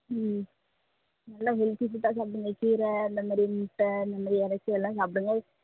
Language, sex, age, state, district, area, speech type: Tamil, female, 18-30, Tamil Nadu, Thoothukudi, rural, conversation